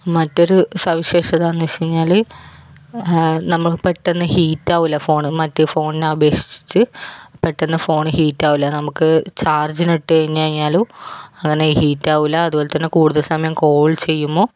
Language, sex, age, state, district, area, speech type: Malayalam, female, 30-45, Kerala, Kannur, rural, spontaneous